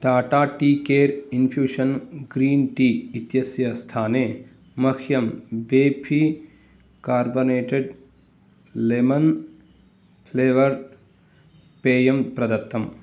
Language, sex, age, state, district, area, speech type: Sanskrit, male, 30-45, Karnataka, Uttara Kannada, rural, read